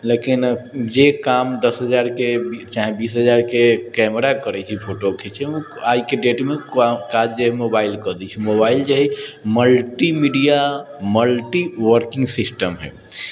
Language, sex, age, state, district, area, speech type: Maithili, male, 30-45, Bihar, Sitamarhi, urban, spontaneous